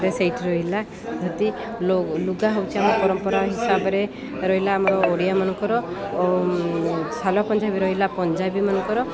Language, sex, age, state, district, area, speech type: Odia, female, 30-45, Odisha, Koraput, urban, spontaneous